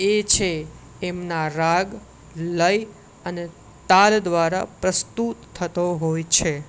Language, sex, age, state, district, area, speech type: Gujarati, male, 18-30, Gujarat, Anand, urban, spontaneous